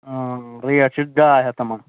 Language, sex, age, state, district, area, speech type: Kashmiri, male, 30-45, Jammu and Kashmir, Ganderbal, rural, conversation